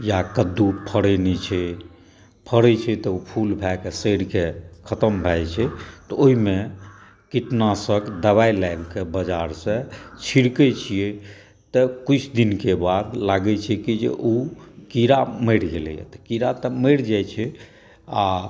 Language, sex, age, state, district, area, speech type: Maithili, male, 60+, Bihar, Saharsa, urban, spontaneous